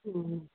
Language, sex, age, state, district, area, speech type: Tamil, female, 18-30, Tamil Nadu, Kallakurichi, rural, conversation